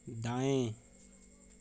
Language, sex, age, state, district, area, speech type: Hindi, male, 30-45, Uttar Pradesh, Azamgarh, rural, read